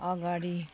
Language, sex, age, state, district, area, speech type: Nepali, female, 60+, West Bengal, Jalpaiguri, urban, read